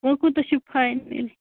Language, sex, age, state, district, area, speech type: Kashmiri, female, 18-30, Jammu and Kashmir, Ganderbal, rural, conversation